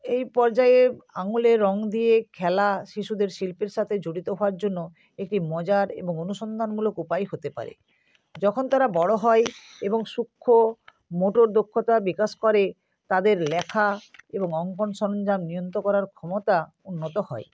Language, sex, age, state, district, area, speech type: Bengali, female, 45-60, West Bengal, Nadia, rural, spontaneous